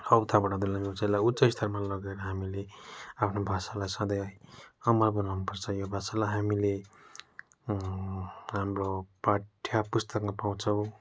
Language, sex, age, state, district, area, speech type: Nepali, male, 30-45, West Bengal, Darjeeling, rural, spontaneous